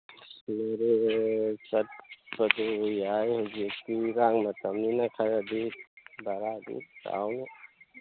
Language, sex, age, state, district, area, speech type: Manipuri, male, 30-45, Manipur, Thoubal, rural, conversation